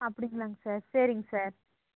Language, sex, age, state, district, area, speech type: Tamil, female, 18-30, Tamil Nadu, Coimbatore, rural, conversation